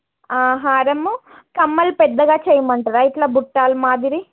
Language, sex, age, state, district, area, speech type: Telugu, female, 18-30, Andhra Pradesh, Srikakulam, urban, conversation